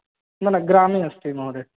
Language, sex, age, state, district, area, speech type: Sanskrit, male, 18-30, Bihar, East Champaran, urban, conversation